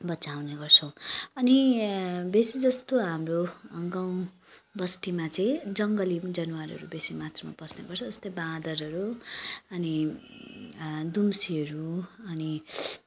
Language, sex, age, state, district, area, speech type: Nepali, female, 30-45, West Bengal, Kalimpong, rural, spontaneous